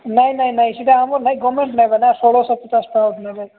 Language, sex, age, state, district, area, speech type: Odia, male, 45-60, Odisha, Nabarangpur, rural, conversation